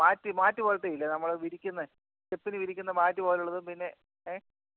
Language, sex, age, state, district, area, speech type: Malayalam, male, 45-60, Kerala, Kottayam, rural, conversation